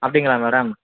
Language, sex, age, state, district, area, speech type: Tamil, male, 45-60, Tamil Nadu, Viluppuram, rural, conversation